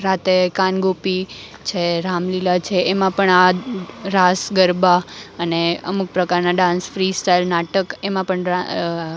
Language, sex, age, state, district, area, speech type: Gujarati, female, 18-30, Gujarat, Rajkot, urban, spontaneous